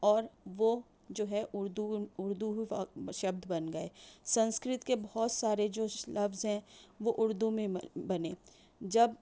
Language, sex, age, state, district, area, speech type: Urdu, female, 45-60, Delhi, New Delhi, urban, spontaneous